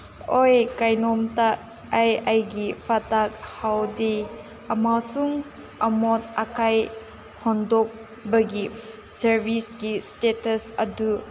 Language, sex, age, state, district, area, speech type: Manipuri, female, 18-30, Manipur, Senapati, urban, read